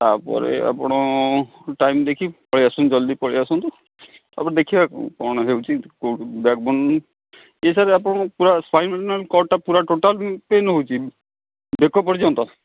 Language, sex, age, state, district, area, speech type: Odia, male, 45-60, Odisha, Jagatsinghpur, urban, conversation